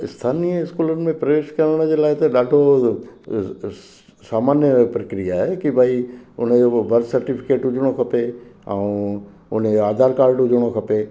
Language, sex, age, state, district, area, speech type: Sindhi, male, 60+, Gujarat, Kutch, rural, spontaneous